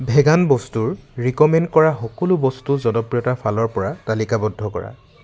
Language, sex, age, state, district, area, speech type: Assamese, male, 18-30, Assam, Charaideo, urban, read